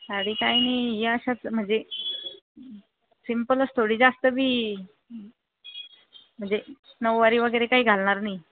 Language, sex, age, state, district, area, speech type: Marathi, female, 30-45, Maharashtra, Buldhana, rural, conversation